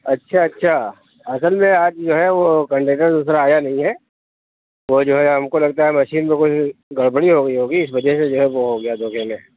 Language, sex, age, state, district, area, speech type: Urdu, male, 45-60, Uttar Pradesh, Lucknow, rural, conversation